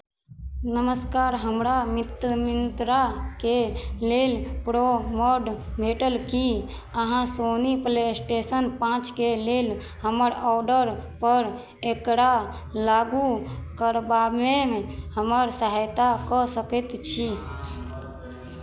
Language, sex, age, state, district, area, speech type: Maithili, female, 18-30, Bihar, Madhubani, rural, read